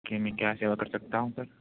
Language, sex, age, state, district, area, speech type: Urdu, male, 60+, Uttar Pradesh, Lucknow, urban, conversation